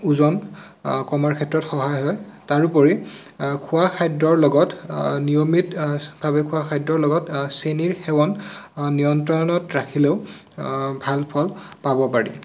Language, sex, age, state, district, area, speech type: Assamese, male, 18-30, Assam, Sonitpur, rural, spontaneous